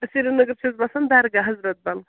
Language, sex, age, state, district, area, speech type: Kashmiri, female, 30-45, Jammu and Kashmir, Srinagar, rural, conversation